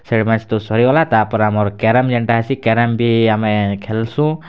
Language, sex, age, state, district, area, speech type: Odia, male, 18-30, Odisha, Kalahandi, rural, spontaneous